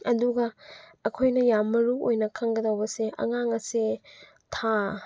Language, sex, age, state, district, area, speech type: Manipuri, female, 18-30, Manipur, Chandel, rural, spontaneous